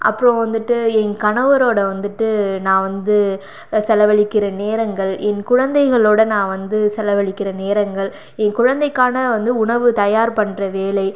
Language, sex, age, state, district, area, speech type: Tamil, female, 45-60, Tamil Nadu, Pudukkottai, rural, spontaneous